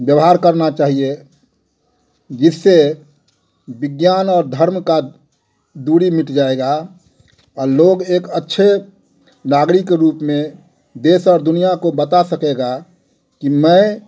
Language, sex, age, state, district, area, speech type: Hindi, male, 60+, Bihar, Darbhanga, rural, spontaneous